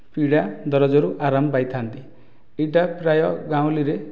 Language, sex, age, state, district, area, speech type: Odia, male, 30-45, Odisha, Nayagarh, rural, spontaneous